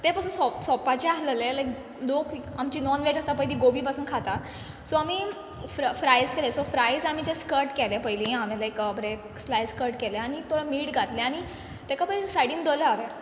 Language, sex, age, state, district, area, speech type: Goan Konkani, female, 18-30, Goa, Quepem, rural, spontaneous